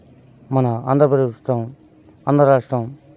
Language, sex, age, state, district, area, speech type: Telugu, male, 30-45, Andhra Pradesh, Bapatla, rural, spontaneous